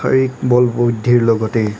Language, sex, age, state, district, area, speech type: Assamese, male, 18-30, Assam, Nagaon, rural, spontaneous